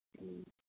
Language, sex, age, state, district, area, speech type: Manipuri, female, 30-45, Manipur, Imphal East, rural, conversation